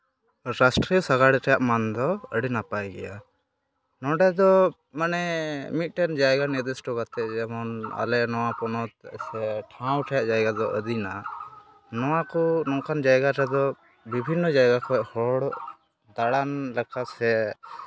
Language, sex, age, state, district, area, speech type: Santali, male, 18-30, West Bengal, Malda, rural, spontaneous